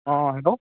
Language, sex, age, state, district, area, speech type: Assamese, male, 18-30, Assam, Majuli, urban, conversation